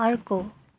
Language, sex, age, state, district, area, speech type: Nepali, female, 30-45, West Bengal, Darjeeling, rural, read